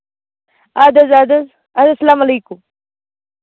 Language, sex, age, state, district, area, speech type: Kashmiri, female, 18-30, Jammu and Kashmir, Baramulla, rural, conversation